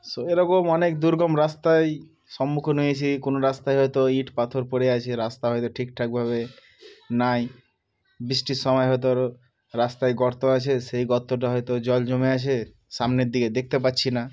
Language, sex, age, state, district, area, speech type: Bengali, male, 18-30, West Bengal, Murshidabad, urban, spontaneous